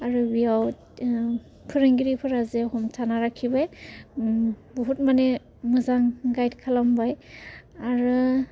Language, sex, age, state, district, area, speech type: Bodo, female, 18-30, Assam, Udalguri, rural, spontaneous